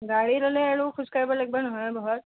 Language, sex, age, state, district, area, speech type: Assamese, female, 18-30, Assam, Nalbari, rural, conversation